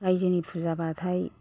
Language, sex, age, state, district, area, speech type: Bodo, male, 60+, Assam, Chirang, rural, spontaneous